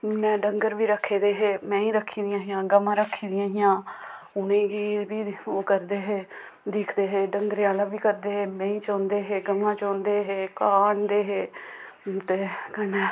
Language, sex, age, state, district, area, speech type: Dogri, female, 30-45, Jammu and Kashmir, Samba, rural, spontaneous